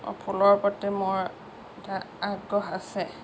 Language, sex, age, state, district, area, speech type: Assamese, female, 60+, Assam, Lakhimpur, rural, spontaneous